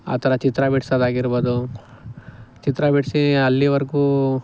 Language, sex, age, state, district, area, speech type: Kannada, male, 18-30, Karnataka, Chikkaballapur, rural, spontaneous